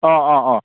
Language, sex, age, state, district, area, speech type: Bodo, male, 45-60, Assam, Baksa, rural, conversation